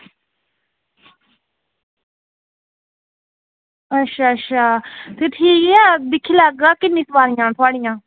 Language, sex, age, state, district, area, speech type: Dogri, female, 60+, Jammu and Kashmir, Reasi, rural, conversation